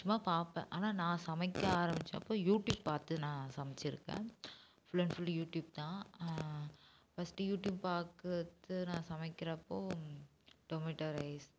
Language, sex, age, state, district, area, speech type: Tamil, female, 18-30, Tamil Nadu, Namakkal, urban, spontaneous